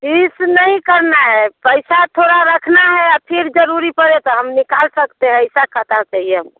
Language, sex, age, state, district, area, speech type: Hindi, female, 60+, Bihar, Muzaffarpur, rural, conversation